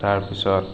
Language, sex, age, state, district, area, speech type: Assamese, male, 18-30, Assam, Nagaon, rural, spontaneous